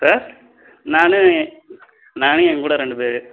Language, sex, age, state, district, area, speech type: Tamil, male, 30-45, Tamil Nadu, Sivaganga, rural, conversation